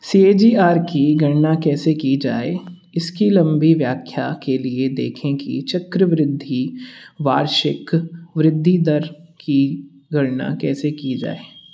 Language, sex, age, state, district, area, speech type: Hindi, male, 18-30, Madhya Pradesh, Jabalpur, urban, read